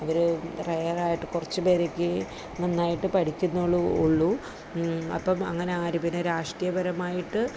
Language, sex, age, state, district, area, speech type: Malayalam, female, 30-45, Kerala, Idukki, rural, spontaneous